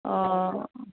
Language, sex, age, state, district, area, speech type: Assamese, female, 18-30, Assam, Nagaon, rural, conversation